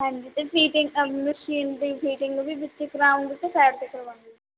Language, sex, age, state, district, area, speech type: Punjabi, female, 18-30, Punjab, Barnala, urban, conversation